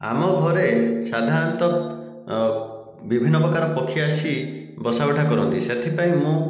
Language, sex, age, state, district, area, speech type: Odia, male, 45-60, Odisha, Jajpur, rural, spontaneous